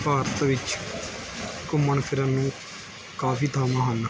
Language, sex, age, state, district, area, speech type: Punjabi, male, 18-30, Punjab, Gurdaspur, urban, spontaneous